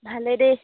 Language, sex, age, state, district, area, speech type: Assamese, female, 18-30, Assam, Jorhat, urban, conversation